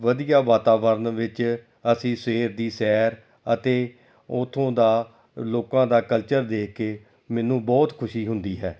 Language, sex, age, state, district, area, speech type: Punjabi, male, 45-60, Punjab, Amritsar, urban, spontaneous